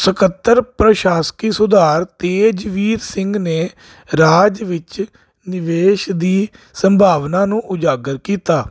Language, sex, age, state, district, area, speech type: Punjabi, male, 30-45, Punjab, Jalandhar, urban, spontaneous